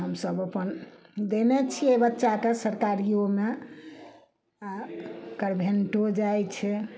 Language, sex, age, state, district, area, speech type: Maithili, female, 60+, Bihar, Samastipur, rural, spontaneous